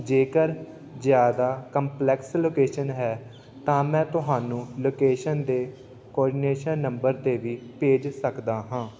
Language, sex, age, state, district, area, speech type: Punjabi, male, 18-30, Punjab, Fatehgarh Sahib, rural, spontaneous